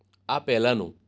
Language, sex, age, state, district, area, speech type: Gujarati, male, 30-45, Gujarat, Surat, urban, read